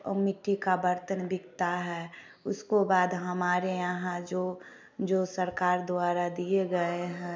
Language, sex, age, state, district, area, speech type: Hindi, female, 30-45, Bihar, Samastipur, rural, spontaneous